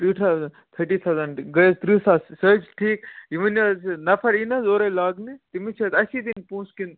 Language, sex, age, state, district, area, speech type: Kashmiri, male, 18-30, Jammu and Kashmir, Kupwara, rural, conversation